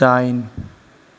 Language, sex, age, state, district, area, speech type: Bodo, male, 45-60, Assam, Kokrajhar, rural, read